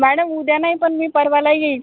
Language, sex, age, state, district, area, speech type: Marathi, female, 18-30, Maharashtra, Buldhana, urban, conversation